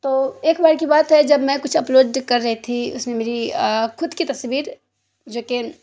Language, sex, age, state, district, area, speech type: Urdu, female, 30-45, Bihar, Darbhanga, rural, spontaneous